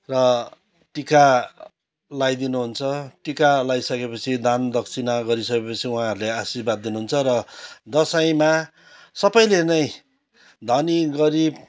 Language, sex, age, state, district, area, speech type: Nepali, male, 45-60, West Bengal, Kalimpong, rural, spontaneous